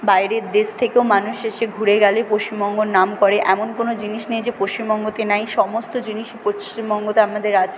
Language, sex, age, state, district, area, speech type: Bengali, female, 18-30, West Bengal, Purba Bardhaman, urban, spontaneous